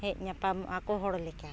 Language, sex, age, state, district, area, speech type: Santali, female, 45-60, Jharkhand, Seraikela Kharsawan, rural, spontaneous